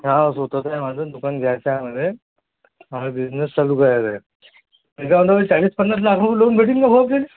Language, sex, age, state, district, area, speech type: Marathi, male, 30-45, Maharashtra, Akola, rural, conversation